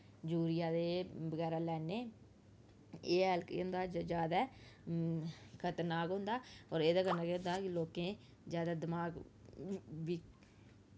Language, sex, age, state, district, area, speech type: Dogri, female, 30-45, Jammu and Kashmir, Udhampur, rural, spontaneous